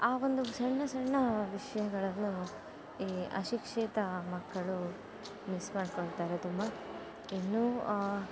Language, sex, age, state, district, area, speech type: Kannada, female, 18-30, Karnataka, Dakshina Kannada, rural, spontaneous